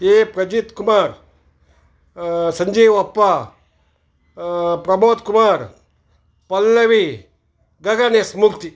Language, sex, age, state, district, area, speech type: Kannada, male, 60+, Karnataka, Kolar, urban, spontaneous